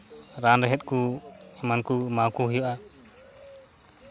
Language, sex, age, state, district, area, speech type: Santali, male, 30-45, West Bengal, Malda, rural, spontaneous